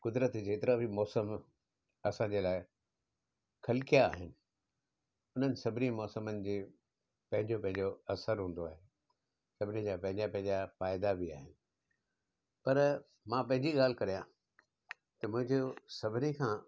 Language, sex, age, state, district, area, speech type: Sindhi, male, 60+, Gujarat, Surat, urban, spontaneous